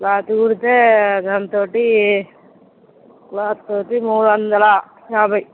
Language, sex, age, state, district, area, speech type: Telugu, female, 30-45, Telangana, Mancherial, rural, conversation